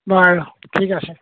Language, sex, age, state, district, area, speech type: Assamese, male, 60+, Assam, Golaghat, rural, conversation